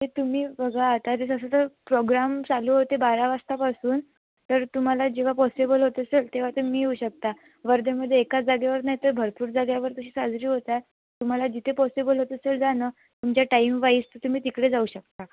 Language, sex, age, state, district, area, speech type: Marathi, female, 18-30, Maharashtra, Wardha, rural, conversation